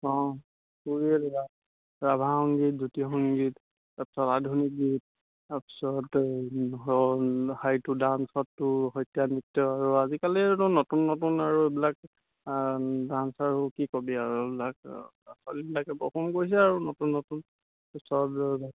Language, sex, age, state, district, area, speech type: Assamese, male, 18-30, Assam, Charaideo, rural, conversation